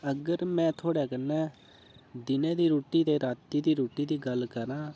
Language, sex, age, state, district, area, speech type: Dogri, male, 18-30, Jammu and Kashmir, Udhampur, rural, spontaneous